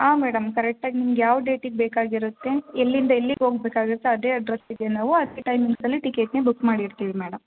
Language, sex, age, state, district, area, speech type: Kannada, female, 30-45, Karnataka, Hassan, urban, conversation